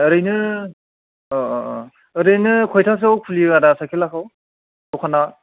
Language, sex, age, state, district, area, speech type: Bodo, male, 30-45, Assam, Chirang, rural, conversation